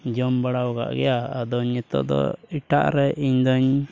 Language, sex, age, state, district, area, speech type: Santali, male, 18-30, Jharkhand, Pakur, rural, spontaneous